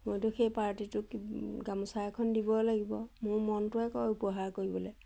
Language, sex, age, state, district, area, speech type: Assamese, female, 45-60, Assam, Majuli, urban, spontaneous